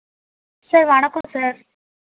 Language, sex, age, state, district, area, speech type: Tamil, female, 18-30, Tamil Nadu, Tiruvarur, rural, conversation